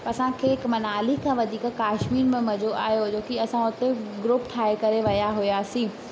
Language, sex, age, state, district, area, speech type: Sindhi, female, 18-30, Madhya Pradesh, Katni, rural, spontaneous